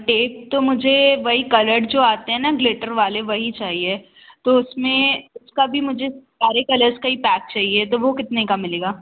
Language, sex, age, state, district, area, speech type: Hindi, female, 18-30, Madhya Pradesh, Jabalpur, urban, conversation